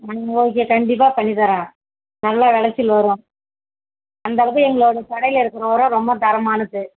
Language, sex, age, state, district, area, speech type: Tamil, female, 45-60, Tamil Nadu, Kallakurichi, rural, conversation